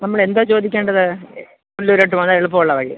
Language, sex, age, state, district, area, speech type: Malayalam, female, 45-60, Kerala, Kollam, rural, conversation